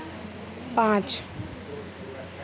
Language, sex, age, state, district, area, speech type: Hindi, female, 18-30, Madhya Pradesh, Harda, urban, read